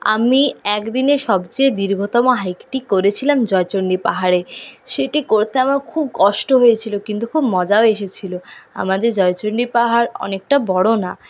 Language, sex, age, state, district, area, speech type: Bengali, female, 45-60, West Bengal, Purulia, rural, spontaneous